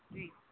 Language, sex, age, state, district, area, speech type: Urdu, male, 18-30, Uttar Pradesh, Gautam Buddha Nagar, rural, conversation